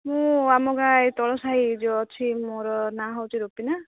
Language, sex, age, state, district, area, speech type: Odia, female, 45-60, Odisha, Kandhamal, rural, conversation